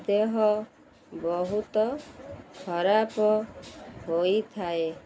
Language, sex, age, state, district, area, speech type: Odia, female, 30-45, Odisha, Kendrapara, urban, spontaneous